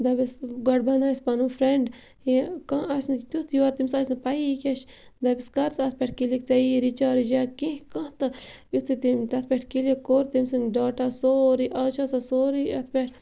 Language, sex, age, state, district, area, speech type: Kashmiri, female, 18-30, Jammu and Kashmir, Bandipora, rural, spontaneous